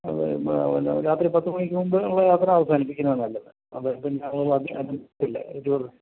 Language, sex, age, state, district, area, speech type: Malayalam, male, 60+, Kerala, Kollam, rural, conversation